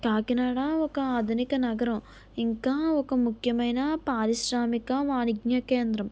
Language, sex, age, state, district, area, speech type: Telugu, female, 18-30, Andhra Pradesh, Kakinada, rural, spontaneous